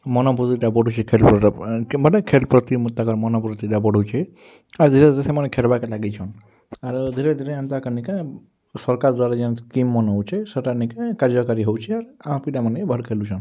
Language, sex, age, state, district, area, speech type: Odia, male, 18-30, Odisha, Kalahandi, rural, spontaneous